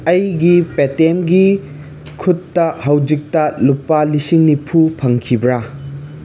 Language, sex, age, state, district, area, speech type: Manipuri, male, 45-60, Manipur, Imphal East, urban, read